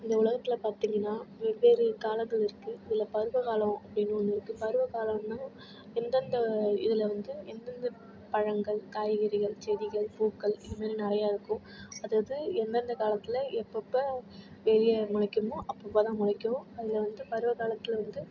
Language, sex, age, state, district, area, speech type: Tamil, female, 30-45, Tamil Nadu, Tiruvarur, rural, spontaneous